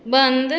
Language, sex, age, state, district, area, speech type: Maithili, female, 30-45, Bihar, Madhubani, urban, read